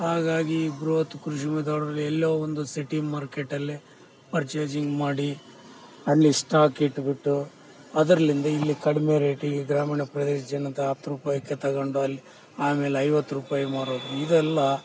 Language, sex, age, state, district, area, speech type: Kannada, male, 45-60, Karnataka, Bellary, rural, spontaneous